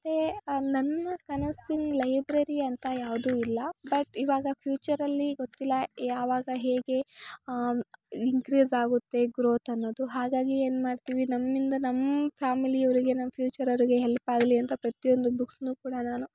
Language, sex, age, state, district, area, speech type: Kannada, female, 18-30, Karnataka, Chikkamagaluru, urban, spontaneous